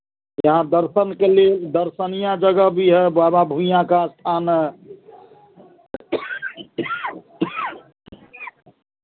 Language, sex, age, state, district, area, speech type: Hindi, male, 45-60, Bihar, Samastipur, rural, conversation